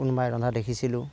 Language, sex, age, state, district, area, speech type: Assamese, male, 30-45, Assam, Darrang, rural, spontaneous